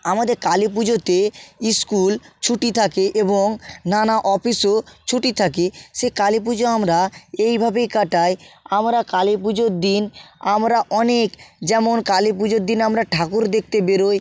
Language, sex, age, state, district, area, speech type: Bengali, male, 60+, West Bengal, Purba Medinipur, rural, spontaneous